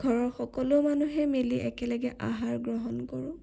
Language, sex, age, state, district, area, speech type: Assamese, male, 18-30, Assam, Sonitpur, rural, spontaneous